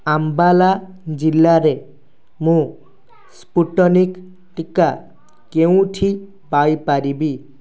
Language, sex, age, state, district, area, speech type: Odia, male, 18-30, Odisha, Kendrapara, urban, read